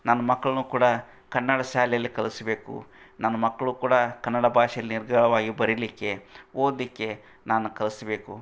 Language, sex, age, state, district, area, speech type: Kannada, male, 45-60, Karnataka, Gadag, rural, spontaneous